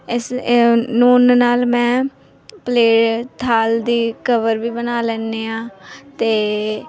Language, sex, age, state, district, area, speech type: Punjabi, female, 18-30, Punjab, Mansa, urban, spontaneous